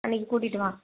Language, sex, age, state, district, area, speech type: Tamil, female, 18-30, Tamil Nadu, Vellore, urban, conversation